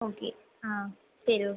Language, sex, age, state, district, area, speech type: Tamil, female, 18-30, Tamil Nadu, Sivaganga, rural, conversation